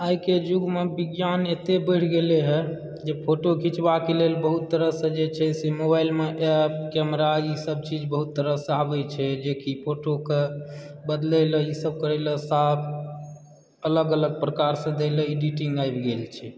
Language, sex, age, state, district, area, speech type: Maithili, male, 18-30, Bihar, Supaul, rural, spontaneous